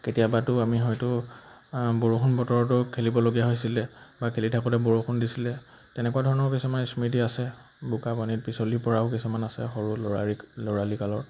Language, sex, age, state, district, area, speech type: Assamese, male, 18-30, Assam, Majuli, urban, spontaneous